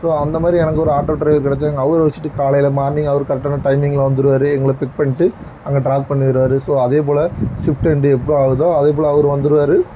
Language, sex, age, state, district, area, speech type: Tamil, male, 30-45, Tamil Nadu, Thoothukudi, urban, spontaneous